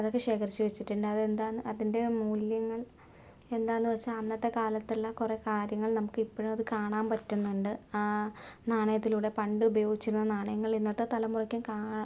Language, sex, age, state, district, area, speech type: Malayalam, female, 30-45, Kerala, Palakkad, rural, spontaneous